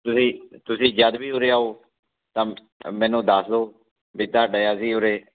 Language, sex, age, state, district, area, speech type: Punjabi, male, 45-60, Punjab, Fatehgarh Sahib, urban, conversation